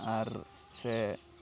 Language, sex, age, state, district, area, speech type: Santali, male, 18-30, West Bengal, Malda, rural, spontaneous